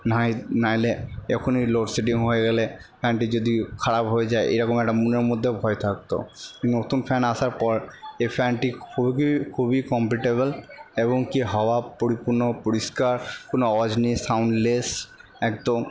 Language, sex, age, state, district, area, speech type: Bengali, male, 18-30, West Bengal, Purba Bardhaman, urban, spontaneous